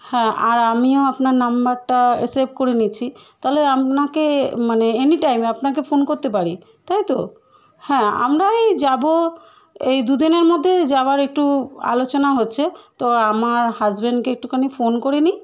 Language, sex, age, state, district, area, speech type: Bengali, female, 30-45, West Bengal, Kolkata, urban, spontaneous